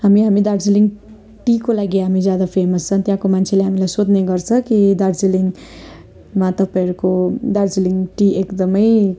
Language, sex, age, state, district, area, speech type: Nepali, female, 30-45, West Bengal, Darjeeling, rural, spontaneous